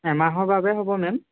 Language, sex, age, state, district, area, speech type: Assamese, male, 18-30, Assam, Jorhat, urban, conversation